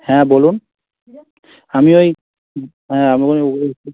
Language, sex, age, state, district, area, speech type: Bengali, male, 18-30, West Bengal, Hooghly, urban, conversation